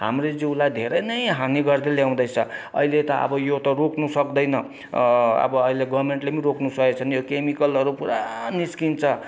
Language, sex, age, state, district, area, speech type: Nepali, male, 60+, West Bengal, Kalimpong, rural, spontaneous